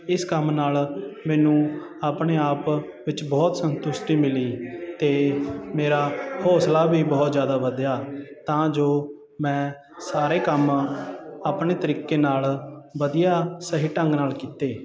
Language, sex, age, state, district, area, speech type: Punjabi, male, 30-45, Punjab, Sangrur, rural, spontaneous